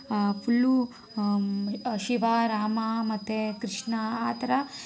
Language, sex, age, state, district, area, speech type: Kannada, female, 18-30, Karnataka, Tumkur, urban, spontaneous